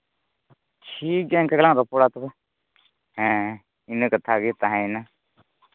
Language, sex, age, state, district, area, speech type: Santali, male, 18-30, Jharkhand, Pakur, rural, conversation